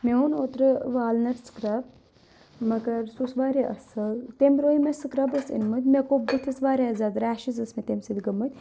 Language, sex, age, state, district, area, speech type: Kashmiri, male, 45-60, Jammu and Kashmir, Budgam, rural, spontaneous